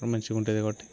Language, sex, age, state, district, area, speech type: Telugu, male, 18-30, Telangana, Peddapalli, rural, spontaneous